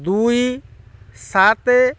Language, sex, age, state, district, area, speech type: Odia, male, 30-45, Odisha, Kendrapara, urban, spontaneous